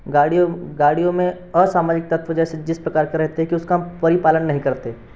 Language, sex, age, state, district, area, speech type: Hindi, male, 18-30, Madhya Pradesh, Betul, urban, spontaneous